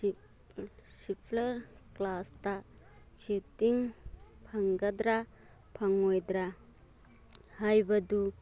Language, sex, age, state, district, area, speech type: Manipuri, female, 30-45, Manipur, Churachandpur, rural, read